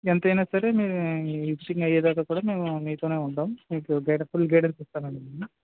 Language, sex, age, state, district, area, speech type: Telugu, male, 18-30, Andhra Pradesh, Anakapalli, rural, conversation